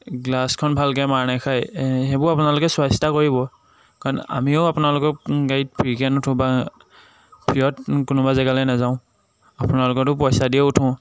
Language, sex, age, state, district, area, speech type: Assamese, male, 18-30, Assam, Jorhat, urban, spontaneous